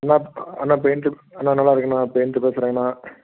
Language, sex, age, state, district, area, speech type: Tamil, male, 30-45, Tamil Nadu, Salem, urban, conversation